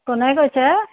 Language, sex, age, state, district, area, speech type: Assamese, female, 60+, Assam, Jorhat, urban, conversation